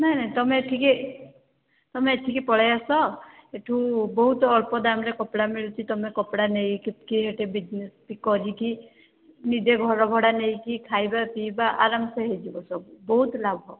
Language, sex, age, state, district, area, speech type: Odia, female, 45-60, Odisha, Sambalpur, rural, conversation